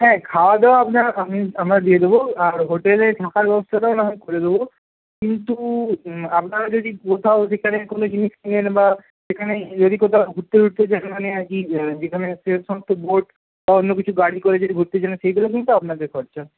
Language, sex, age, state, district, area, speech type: Bengali, male, 18-30, West Bengal, Purba Medinipur, rural, conversation